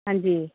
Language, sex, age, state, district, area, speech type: Punjabi, female, 45-60, Punjab, Pathankot, rural, conversation